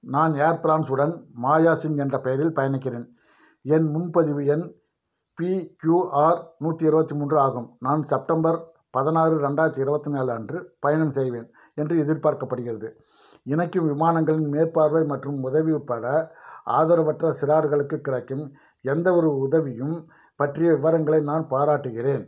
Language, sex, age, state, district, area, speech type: Tamil, male, 45-60, Tamil Nadu, Dharmapuri, rural, read